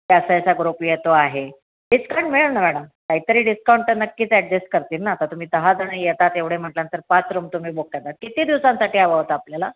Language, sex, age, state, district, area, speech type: Marathi, female, 60+, Maharashtra, Nashik, urban, conversation